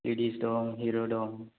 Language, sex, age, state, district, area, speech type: Bodo, male, 18-30, Assam, Chirang, rural, conversation